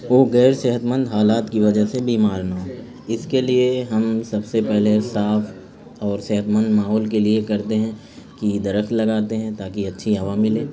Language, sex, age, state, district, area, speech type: Urdu, male, 30-45, Uttar Pradesh, Azamgarh, rural, spontaneous